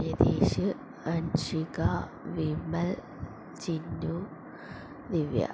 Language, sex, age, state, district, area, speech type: Malayalam, female, 18-30, Kerala, Palakkad, rural, spontaneous